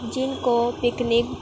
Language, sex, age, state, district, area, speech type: Urdu, female, 18-30, Uttar Pradesh, Gautam Buddha Nagar, urban, spontaneous